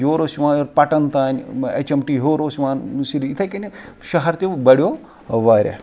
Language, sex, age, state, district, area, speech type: Kashmiri, male, 30-45, Jammu and Kashmir, Srinagar, rural, spontaneous